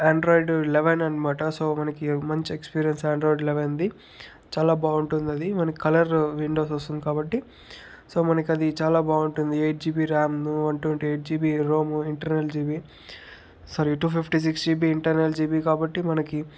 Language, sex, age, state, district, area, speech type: Telugu, male, 30-45, Andhra Pradesh, Chittoor, rural, spontaneous